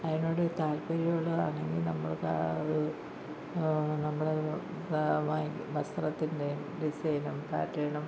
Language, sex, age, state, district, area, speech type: Malayalam, female, 60+, Kerala, Kollam, rural, spontaneous